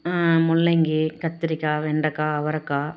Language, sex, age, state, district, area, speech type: Tamil, female, 30-45, Tamil Nadu, Salem, rural, spontaneous